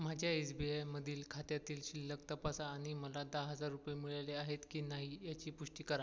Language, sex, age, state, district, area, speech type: Marathi, male, 30-45, Maharashtra, Akola, urban, read